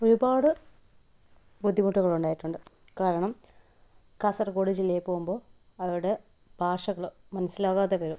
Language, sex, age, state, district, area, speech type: Malayalam, female, 30-45, Kerala, Kannur, rural, spontaneous